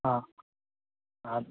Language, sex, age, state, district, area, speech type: Manipuri, male, 30-45, Manipur, Imphal East, rural, conversation